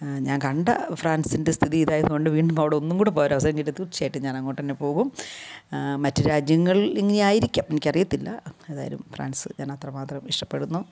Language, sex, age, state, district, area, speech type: Malayalam, female, 60+, Kerala, Kasaragod, rural, spontaneous